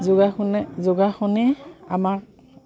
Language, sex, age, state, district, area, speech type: Assamese, female, 45-60, Assam, Goalpara, urban, spontaneous